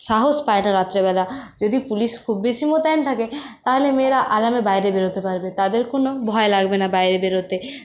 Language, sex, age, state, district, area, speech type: Bengali, female, 30-45, West Bengal, Purulia, rural, spontaneous